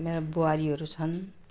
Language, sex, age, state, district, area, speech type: Nepali, female, 60+, West Bengal, Jalpaiguri, rural, spontaneous